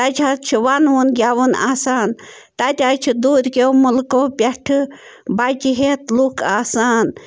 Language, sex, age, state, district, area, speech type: Kashmiri, female, 30-45, Jammu and Kashmir, Bandipora, rural, spontaneous